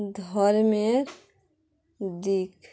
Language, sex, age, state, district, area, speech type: Bengali, female, 30-45, West Bengal, Hooghly, urban, spontaneous